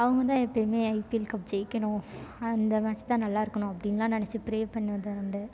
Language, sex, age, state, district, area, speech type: Tamil, female, 18-30, Tamil Nadu, Tiruchirappalli, rural, spontaneous